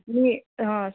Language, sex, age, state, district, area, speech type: Marathi, female, 30-45, Maharashtra, Nanded, urban, conversation